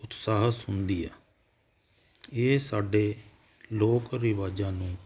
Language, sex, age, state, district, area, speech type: Punjabi, male, 45-60, Punjab, Hoshiarpur, urban, spontaneous